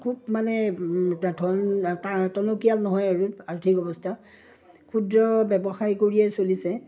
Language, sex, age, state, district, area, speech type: Assamese, female, 45-60, Assam, Udalguri, rural, spontaneous